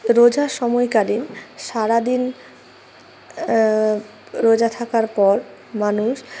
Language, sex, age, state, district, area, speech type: Bengali, female, 30-45, West Bengal, Malda, urban, spontaneous